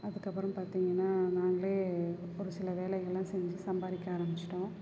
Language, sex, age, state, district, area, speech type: Tamil, female, 45-60, Tamil Nadu, Perambalur, urban, spontaneous